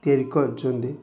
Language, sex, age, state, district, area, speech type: Odia, male, 45-60, Odisha, Kendujhar, urban, spontaneous